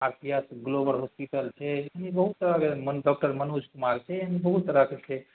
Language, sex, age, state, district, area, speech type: Maithili, male, 30-45, Bihar, Madhubani, rural, conversation